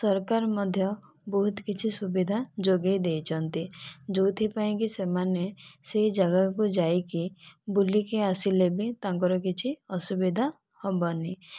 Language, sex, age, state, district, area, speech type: Odia, female, 18-30, Odisha, Kandhamal, rural, spontaneous